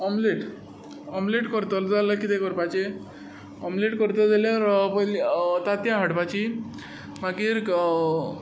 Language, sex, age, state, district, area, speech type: Goan Konkani, male, 18-30, Goa, Tiswadi, rural, spontaneous